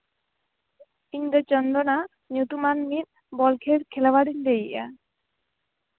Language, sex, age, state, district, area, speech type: Santali, female, 18-30, West Bengal, Bankura, rural, conversation